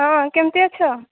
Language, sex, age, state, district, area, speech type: Odia, female, 45-60, Odisha, Angul, rural, conversation